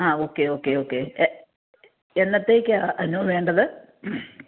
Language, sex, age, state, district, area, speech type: Malayalam, female, 45-60, Kerala, Alappuzha, rural, conversation